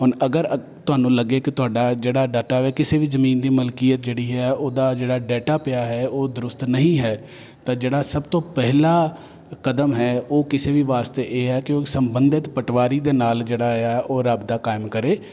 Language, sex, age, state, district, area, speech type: Punjabi, male, 30-45, Punjab, Jalandhar, urban, spontaneous